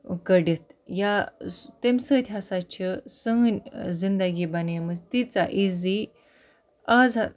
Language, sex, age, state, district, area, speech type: Kashmiri, female, 30-45, Jammu and Kashmir, Baramulla, rural, spontaneous